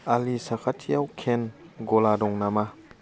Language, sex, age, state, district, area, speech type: Bodo, male, 30-45, Assam, Chirang, rural, read